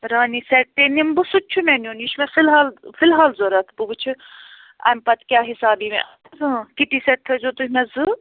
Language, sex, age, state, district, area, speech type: Kashmiri, female, 60+, Jammu and Kashmir, Ganderbal, rural, conversation